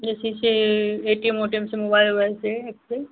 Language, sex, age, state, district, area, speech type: Hindi, female, 30-45, Uttar Pradesh, Ghazipur, rural, conversation